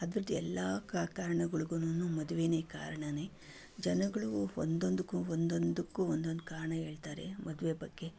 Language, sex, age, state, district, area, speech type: Kannada, female, 45-60, Karnataka, Bangalore Urban, urban, spontaneous